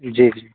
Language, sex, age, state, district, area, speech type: Hindi, male, 60+, Madhya Pradesh, Bhopal, urban, conversation